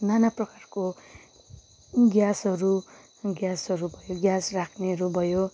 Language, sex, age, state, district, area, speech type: Nepali, female, 30-45, West Bengal, Darjeeling, urban, spontaneous